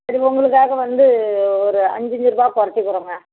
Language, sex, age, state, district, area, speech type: Tamil, female, 60+, Tamil Nadu, Kallakurichi, urban, conversation